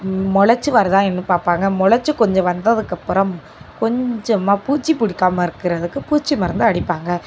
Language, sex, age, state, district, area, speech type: Tamil, female, 18-30, Tamil Nadu, Sivaganga, rural, spontaneous